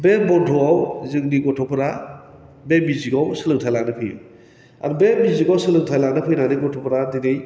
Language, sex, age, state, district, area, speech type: Bodo, male, 45-60, Assam, Baksa, urban, spontaneous